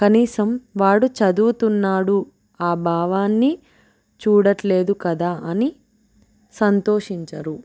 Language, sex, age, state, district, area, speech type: Telugu, female, 18-30, Telangana, Adilabad, urban, spontaneous